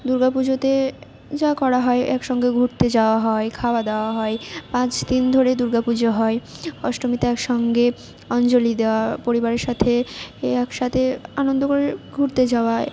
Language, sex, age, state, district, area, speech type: Bengali, female, 60+, West Bengal, Purba Bardhaman, urban, spontaneous